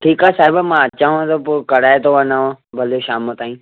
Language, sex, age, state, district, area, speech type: Sindhi, male, 18-30, Maharashtra, Thane, urban, conversation